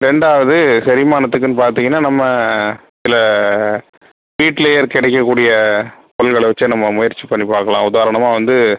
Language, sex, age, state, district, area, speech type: Tamil, male, 30-45, Tamil Nadu, Pudukkottai, rural, conversation